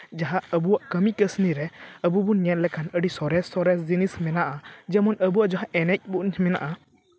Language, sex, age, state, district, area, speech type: Santali, male, 18-30, West Bengal, Purba Bardhaman, rural, spontaneous